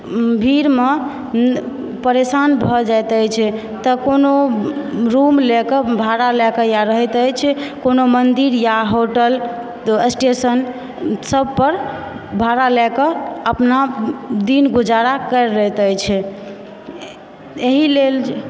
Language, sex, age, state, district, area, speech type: Maithili, female, 45-60, Bihar, Supaul, urban, spontaneous